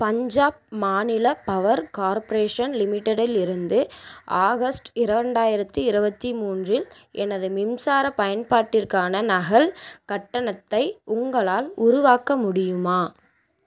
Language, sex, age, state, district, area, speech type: Tamil, female, 18-30, Tamil Nadu, Ranipet, rural, read